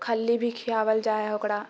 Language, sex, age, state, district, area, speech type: Maithili, female, 18-30, Bihar, Purnia, rural, spontaneous